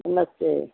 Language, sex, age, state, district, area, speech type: Hindi, female, 60+, Uttar Pradesh, Ghazipur, rural, conversation